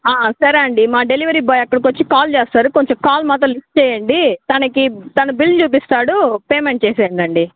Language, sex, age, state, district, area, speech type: Telugu, female, 60+, Andhra Pradesh, Chittoor, rural, conversation